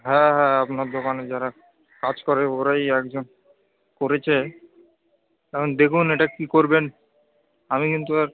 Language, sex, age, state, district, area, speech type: Bengali, male, 18-30, West Bengal, Darjeeling, urban, conversation